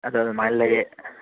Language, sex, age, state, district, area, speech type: Manipuri, male, 30-45, Manipur, Kangpokpi, urban, conversation